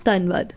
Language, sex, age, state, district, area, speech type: Punjabi, female, 18-30, Punjab, Jalandhar, urban, spontaneous